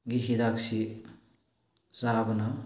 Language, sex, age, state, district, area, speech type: Manipuri, male, 45-60, Manipur, Bishnupur, rural, spontaneous